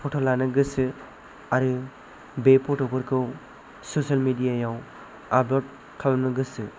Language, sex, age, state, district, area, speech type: Bodo, male, 18-30, Assam, Chirang, urban, spontaneous